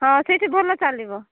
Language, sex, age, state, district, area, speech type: Odia, female, 18-30, Odisha, Nabarangpur, urban, conversation